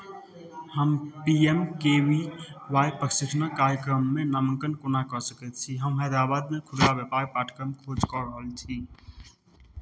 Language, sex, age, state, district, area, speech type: Maithili, male, 30-45, Bihar, Madhubani, rural, read